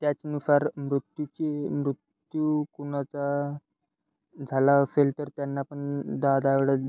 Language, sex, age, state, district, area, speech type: Marathi, male, 18-30, Maharashtra, Yavatmal, rural, spontaneous